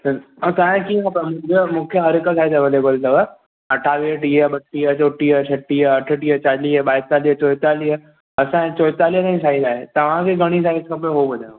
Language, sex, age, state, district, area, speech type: Sindhi, male, 18-30, Maharashtra, Thane, urban, conversation